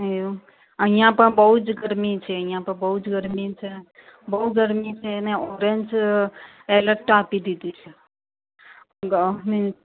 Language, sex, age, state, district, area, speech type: Gujarati, female, 30-45, Gujarat, Ahmedabad, urban, conversation